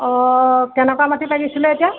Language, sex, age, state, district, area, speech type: Assamese, female, 45-60, Assam, Golaghat, urban, conversation